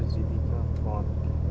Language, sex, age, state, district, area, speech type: Assamese, male, 18-30, Assam, Goalpara, rural, spontaneous